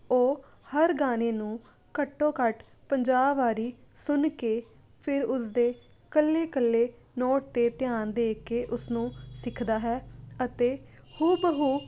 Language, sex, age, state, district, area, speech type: Punjabi, female, 30-45, Punjab, Jalandhar, urban, spontaneous